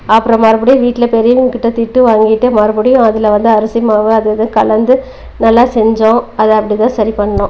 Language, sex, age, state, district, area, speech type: Tamil, female, 30-45, Tamil Nadu, Namakkal, rural, spontaneous